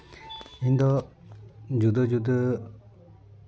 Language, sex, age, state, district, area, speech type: Santali, male, 30-45, West Bengal, Purba Bardhaman, rural, spontaneous